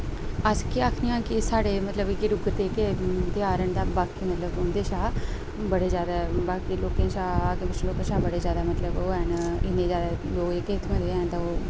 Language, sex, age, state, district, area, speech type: Dogri, female, 30-45, Jammu and Kashmir, Udhampur, urban, spontaneous